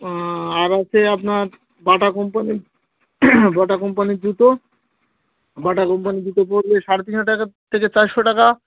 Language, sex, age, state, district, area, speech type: Bengali, male, 18-30, West Bengal, Birbhum, urban, conversation